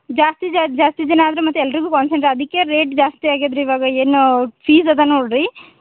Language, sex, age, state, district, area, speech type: Kannada, female, 18-30, Karnataka, Yadgir, urban, conversation